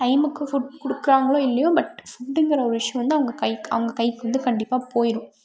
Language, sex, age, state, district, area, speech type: Tamil, female, 18-30, Tamil Nadu, Tiruppur, rural, spontaneous